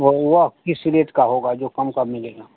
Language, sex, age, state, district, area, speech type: Hindi, male, 60+, Uttar Pradesh, Mau, urban, conversation